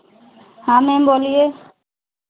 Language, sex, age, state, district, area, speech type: Hindi, female, 45-60, Uttar Pradesh, Pratapgarh, rural, conversation